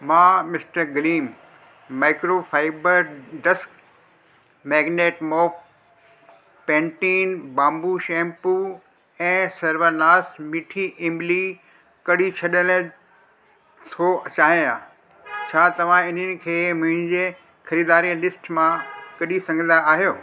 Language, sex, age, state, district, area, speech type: Sindhi, male, 60+, Delhi, South Delhi, urban, read